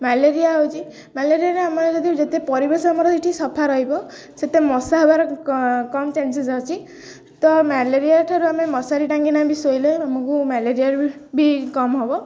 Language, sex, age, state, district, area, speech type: Odia, female, 18-30, Odisha, Jagatsinghpur, rural, spontaneous